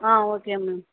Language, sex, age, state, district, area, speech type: Tamil, female, 18-30, Tamil Nadu, Chennai, urban, conversation